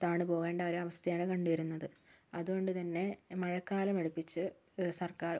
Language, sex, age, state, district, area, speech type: Malayalam, female, 30-45, Kerala, Wayanad, rural, spontaneous